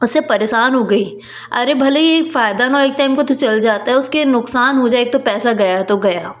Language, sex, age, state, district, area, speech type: Hindi, female, 30-45, Madhya Pradesh, Betul, urban, spontaneous